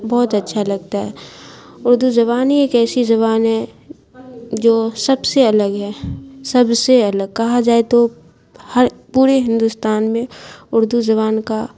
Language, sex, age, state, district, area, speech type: Urdu, female, 30-45, Bihar, Khagaria, rural, spontaneous